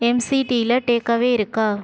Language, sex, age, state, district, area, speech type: Tamil, female, 30-45, Tamil Nadu, Ariyalur, rural, read